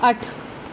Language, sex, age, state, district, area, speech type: Dogri, female, 18-30, Jammu and Kashmir, Reasi, urban, read